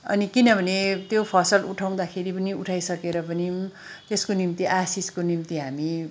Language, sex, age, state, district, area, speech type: Nepali, female, 45-60, West Bengal, Kalimpong, rural, spontaneous